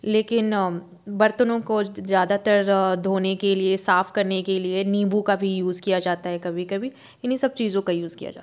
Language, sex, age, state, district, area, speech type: Hindi, female, 30-45, Madhya Pradesh, Jabalpur, urban, spontaneous